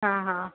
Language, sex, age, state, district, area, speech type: Sindhi, female, 45-60, Uttar Pradesh, Lucknow, urban, conversation